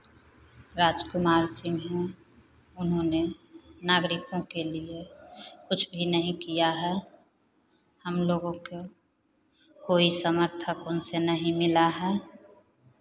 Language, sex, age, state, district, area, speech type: Hindi, female, 45-60, Bihar, Begusarai, rural, spontaneous